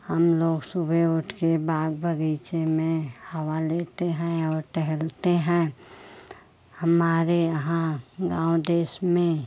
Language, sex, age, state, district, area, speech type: Hindi, female, 45-60, Uttar Pradesh, Pratapgarh, rural, spontaneous